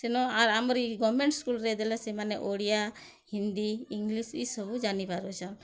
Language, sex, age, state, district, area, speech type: Odia, female, 30-45, Odisha, Bargarh, urban, spontaneous